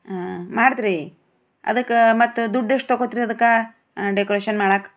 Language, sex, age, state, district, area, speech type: Kannada, female, 45-60, Karnataka, Bidar, urban, spontaneous